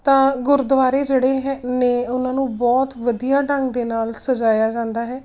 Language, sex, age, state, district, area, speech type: Punjabi, female, 45-60, Punjab, Tarn Taran, urban, spontaneous